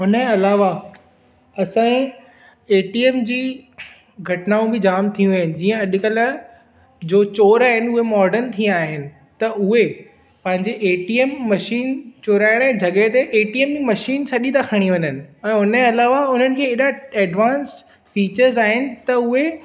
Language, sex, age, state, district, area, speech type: Sindhi, male, 18-30, Maharashtra, Thane, urban, spontaneous